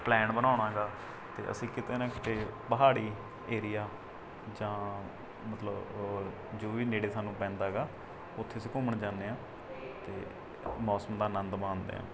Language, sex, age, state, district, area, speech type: Punjabi, male, 18-30, Punjab, Mansa, rural, spontaneous